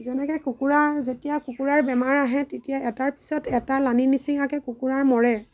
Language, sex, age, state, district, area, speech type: Assamese, female, 30-45, Assam, Lakhimpur, rural, spontaneous